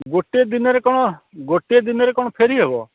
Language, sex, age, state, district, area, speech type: Odia, male, 45-60, Odisha, Kendrapara, urban, conversation